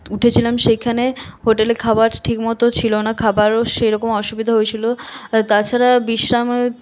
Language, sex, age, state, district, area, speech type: Bengali, female, 18-30, West Bengal, Paschim Bardhaman, urban, spontaneous